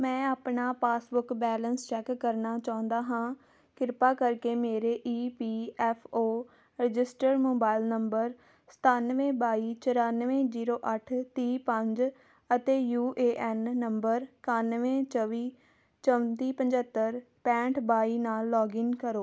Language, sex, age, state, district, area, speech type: Punjabi, female, 18-30, Punjab, Tarn Taran, rural, read